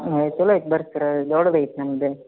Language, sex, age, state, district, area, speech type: Kannada, male, 18-30, Karnataka, Gadag, urban, conversation